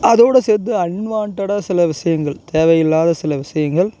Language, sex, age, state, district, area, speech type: Tamil, male, 18-30, Tamil Nadu, Tiruchirappalli, rural, spontaneous